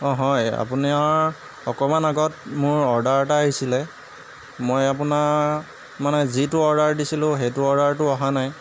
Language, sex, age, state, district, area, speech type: Assamese, male, 18-30, Assam, Jorhat, urban, spontaneous